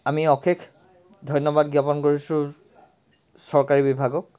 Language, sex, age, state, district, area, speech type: Assamese, male, 30-45, Assam, Sivasagar, rural, spontaneous